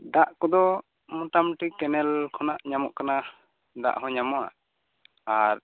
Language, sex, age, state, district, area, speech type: Santali, male, 30-45, West Bengal, Bankura, rural, conversation